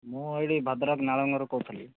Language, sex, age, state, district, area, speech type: Odia, male, 18-30, Odisha, Bhadrak, rural, conversation